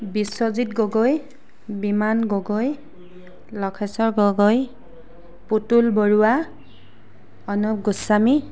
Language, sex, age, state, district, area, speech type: Assamese, female, 45-60, Assam, Charaideo, urban, spontaneous